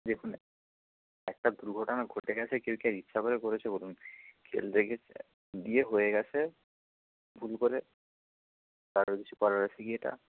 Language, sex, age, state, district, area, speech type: Bengali, male, 18-30, West Bengal, Purba Medinipur, rural, conversation